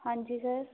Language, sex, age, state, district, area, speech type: Punjabi, female, 18-30, Punjab, Fatehgarh Sahib, rural, conversation